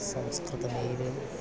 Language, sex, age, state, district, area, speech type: Sanskrit, male, 30-45, Kerala, Thiruvananthapuram, urban, spontaneous